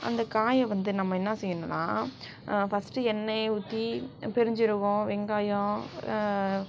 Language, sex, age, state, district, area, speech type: Tamil, female, 60+, Tamil Nadu, Sivaganga, rural, spontaneous